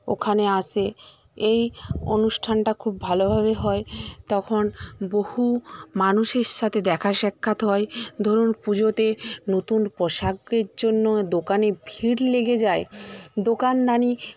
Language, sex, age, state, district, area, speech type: Bengali, female, 45-60, West Bengal, Jhargram, rural, spontaneous